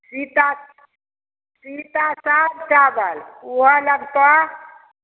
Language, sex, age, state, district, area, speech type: Maithili, female, 60+, Bihar, Begusarai, rural, conversation